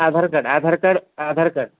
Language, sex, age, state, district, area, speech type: Odia, male, 30-45, Odisha, Sambalpur, rural, conversation